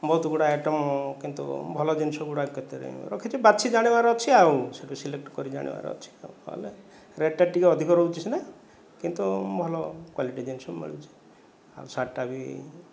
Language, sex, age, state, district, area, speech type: Odia, male, 45-60, Odisha, Kandhamal, rural, spontaneous